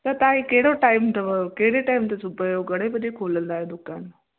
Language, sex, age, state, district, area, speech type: Sindhi, female, 30-45, Gujarat, Kutch, urban, conversation